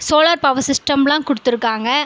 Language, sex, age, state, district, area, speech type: Tamil, female, 18-30, Tamil Nadu, Viluppuram, rural, spontaneous